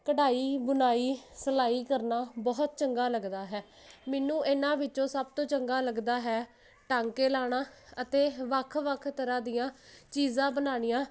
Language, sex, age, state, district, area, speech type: Punjabi, female, 18-30, Punjab, Jalandhar, urban, spontaneous